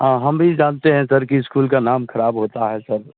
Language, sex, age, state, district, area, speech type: Hindi, male, 30-45, Bihar, Samastipur, urban, conversation